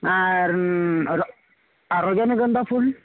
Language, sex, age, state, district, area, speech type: Bengali, male, 30-45, West Bengal, Uttar Dinajpur, urban, conversation